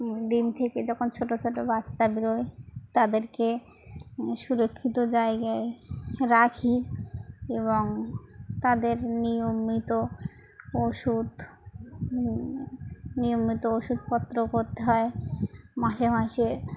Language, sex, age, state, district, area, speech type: Bengali, female, 18-30, West Bengal, Birbhum, urban, spontaneous